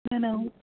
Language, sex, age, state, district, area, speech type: Sindhi, female, 30-45, Delhi, South Delhi, urban, conversation